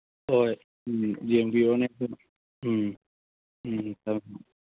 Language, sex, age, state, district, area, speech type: Manipuri, male, 30-45, Manipur, Kangpokpi, urban, conversation